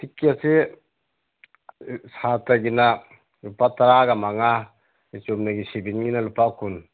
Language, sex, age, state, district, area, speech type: Manipuri, male, 30-45, Manipur, Bishnupur, rural, conversation